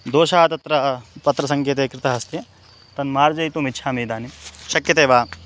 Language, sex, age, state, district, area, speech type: Sanskrit, male, 18-30, Bihar, Madhubani, rural, spontaneous